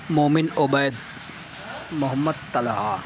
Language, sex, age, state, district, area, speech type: Urdu, male, 30-45, Maharashtra, Nashik, urban, spontaneous